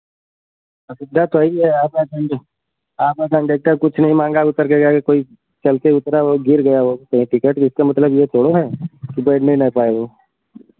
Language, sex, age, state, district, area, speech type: Hindi, male, 30-45, Uttar Pradesh, Ayodhya, rural, conversation